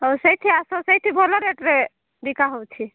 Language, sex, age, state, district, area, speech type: Odia, female, 18-30, Odisha, Nabarangpur, urban, conversation